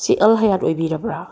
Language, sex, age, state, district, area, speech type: Manipuri, female, 60+, Manipur, Bishnupur, rural, spontaneous